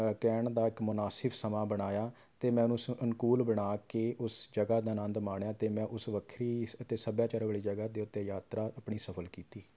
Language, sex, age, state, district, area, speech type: Punjabi, male, 30-45, Punjab, Rupnagar, urban, spontaneous